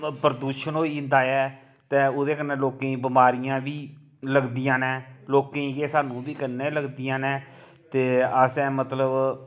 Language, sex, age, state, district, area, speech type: Dogri, male, 45-60, Jammu and Kashmir, Kathua, rural, spontaneous